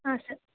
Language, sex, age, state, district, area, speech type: Kannada, female, 30-45, Karnataka, Gadag, rural, conversation